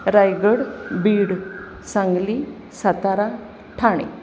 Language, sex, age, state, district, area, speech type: Marathi, female, 45-60, Maharashtra, Pune, urban, spontaneous